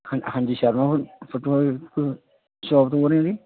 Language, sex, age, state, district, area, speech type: Punjabi, male, 45-60, Punjab, Barnala, rural, conversation